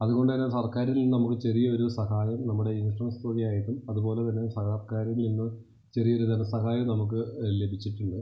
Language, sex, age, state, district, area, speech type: Malayalam, male, 30-45, Kerala, Idukki, rural, spontaneous